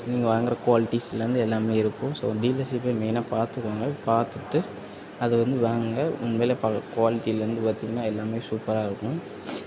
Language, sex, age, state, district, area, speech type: Tamil, male, 18-30, Tamil Nadu, Tirunelveli, rural, spontaneous